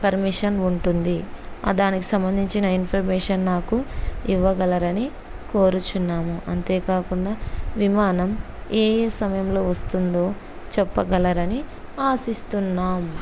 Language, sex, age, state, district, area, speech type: Telugu, female, 30-45, Andhra Pradesh, Kurnool, rural, spontaneous